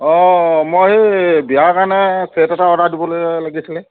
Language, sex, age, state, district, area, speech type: Assamese, male, 30-45, Assam, Sivasagar, rural, conversation